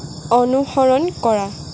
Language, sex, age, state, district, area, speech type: Assamese, female, 30-45, Assam, Lakhimpur, rural, read